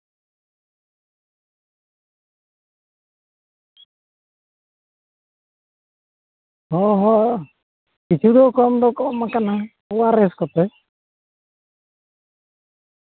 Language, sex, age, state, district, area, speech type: Santali, male, 45-60, Jharkhand, East Singhbhum, rural, conversation